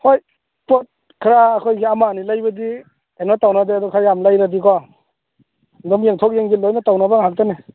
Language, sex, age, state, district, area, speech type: Manipuri, male, 30-45, Manipur, Churachandpur, rural, conversation